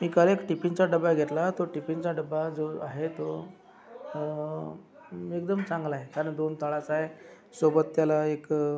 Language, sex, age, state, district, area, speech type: Marathi, male, 60+, Maharashtra, Akola, rural, spontaneous